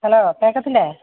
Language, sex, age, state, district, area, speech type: Malayalam, female, 45-60, Kerala, Idukki, rural, conversation